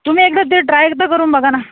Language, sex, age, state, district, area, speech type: Marathi, male, 18-30, Maharashtra, Thane, urban, conversation